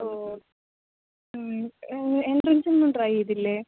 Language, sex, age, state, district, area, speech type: Malayalam, female, 18-30, Kerala, Kozhikode, rural, conversation